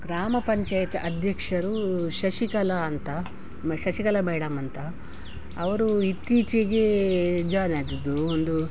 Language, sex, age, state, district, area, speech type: Kannada, female, 60+, Karnataka, Udupi, rural, spontaneous